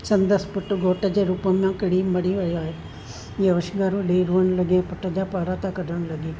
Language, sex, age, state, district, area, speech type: Sindhi, female, 60+, Maharashtra, Thane, urban, spontaneous